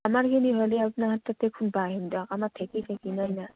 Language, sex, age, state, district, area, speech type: Assamese, female, 18-30, Assam, Udalguri, rural, conversation